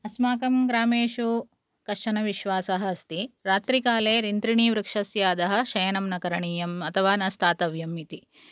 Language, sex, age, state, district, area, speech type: Sanskrit, female, 30-45, Karnataka, Udupi, urban, spontaneous